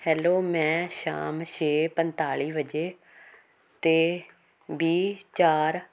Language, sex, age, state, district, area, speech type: Punjabi, female, 45-60, Punjab, Hoshiarpur, rural, read